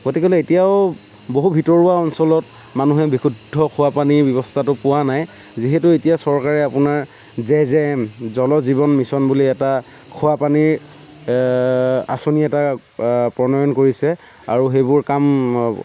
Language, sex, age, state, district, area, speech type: Assamese, male, 30-45, Assam, Dhemaji, rural, spontaneous